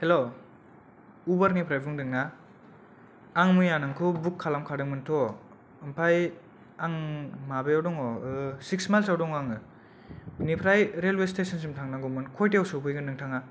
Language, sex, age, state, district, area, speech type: Bodo, male, 18-30, Assam, Kokrajhar, urban, spontaneous